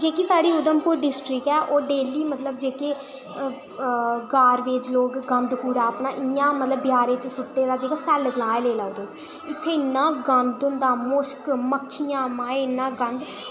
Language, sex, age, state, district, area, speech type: Dogri, female, 18-30, Jammu and Kashmir, Udhampur, rural, spontaneous